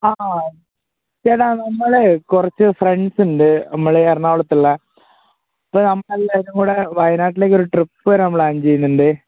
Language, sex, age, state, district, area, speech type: Malayalam, male, 18-30, Kerala, Wayanad, rural, conversation